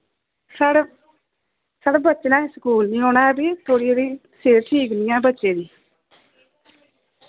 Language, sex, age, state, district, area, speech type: Dogri, female, 30-45, Jammu and Kashmir, Samba, urban, conversation